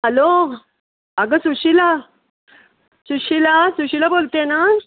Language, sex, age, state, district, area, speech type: Marathi, female, 60+, Maharashtra, Pune, urban, conversation